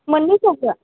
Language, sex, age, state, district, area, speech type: Bodo, female, 18-30, Assam, Kokrajhar, rural, conversation